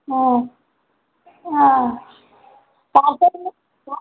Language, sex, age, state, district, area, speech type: Kannada, female, 60+, Karnataka, Koppal, rural, conversation